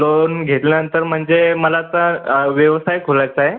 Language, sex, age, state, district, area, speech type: Marathi, male, 18-30, Maharashtra, Buldhana, urban, conversation